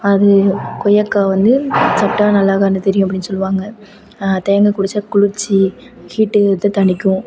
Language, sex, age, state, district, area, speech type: Tamil, female, 18-30, Tamil Nadu, Thanjavur, urban, spontaneous